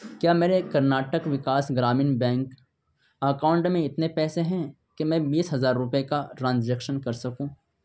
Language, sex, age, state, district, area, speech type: Urdu, male, 18-30, Uttar Pradesh, Ghaziabad, urban, read